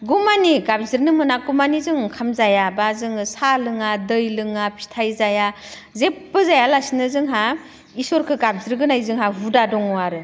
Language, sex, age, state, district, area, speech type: Bodo, female, 45-60, Assam, Udalguri, rural, spontaneous